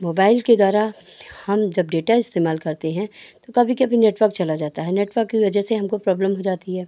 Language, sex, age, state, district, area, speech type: Hindi, female, 60+, Uttar Pradesh, Hardoi, rural, spontaneous